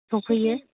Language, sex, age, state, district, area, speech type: Bodo, female, 30-45, Assam, Chirang, rural, conversation